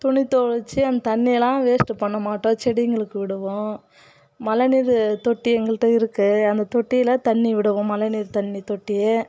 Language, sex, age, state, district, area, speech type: Tamil, female, 45-60, Tamil Nadu, Kallakurichi, urban, spontaneous